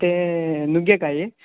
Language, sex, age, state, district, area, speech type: Kannada, male, 18-30, Karnataka, Shimoga, rural, conversation